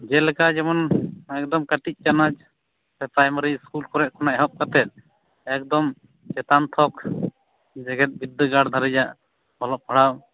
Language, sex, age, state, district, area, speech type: Santali, male, 30-45, West Bengal, Jhargram, rural, conversation